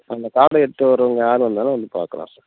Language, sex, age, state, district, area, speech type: Tamil, male, 30-45, Tamil Nadu, Tiruchirappalli, rural, conversation